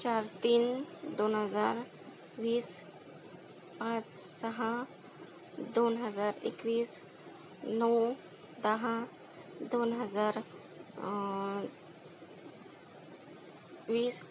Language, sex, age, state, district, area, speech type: Marathi, female, 45-60, Maharashtra, Akola, rural, spontaneous